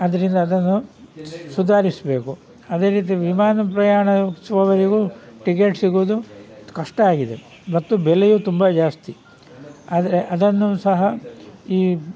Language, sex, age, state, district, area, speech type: Kannada, male, 60+, Karnataka, Udupi, rural, spontaneous